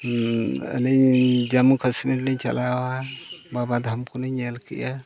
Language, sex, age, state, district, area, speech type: Santali, male, 60+, Odisha, Mayurbhanj, rural, spontaneous